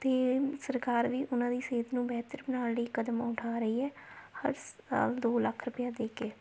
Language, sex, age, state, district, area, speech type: Punjabi, female, 18-30, Punjab, Shaheed Bhagat Singh Nagar, rural, spontaneous